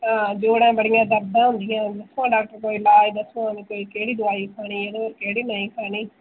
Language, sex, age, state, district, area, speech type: Dogri, female, 30-45, Jammu and Kashmir, Udhampur, urban, conversation